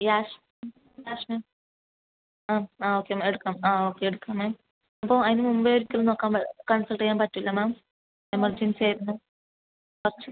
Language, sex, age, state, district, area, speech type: Malayalam, female, 18-30, Kerala, Kasaragod, rural, conversation